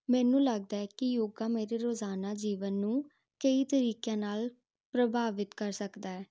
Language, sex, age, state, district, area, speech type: Punjabi, female, 18-30, Punjab, Jalandhar, urban, spontaneous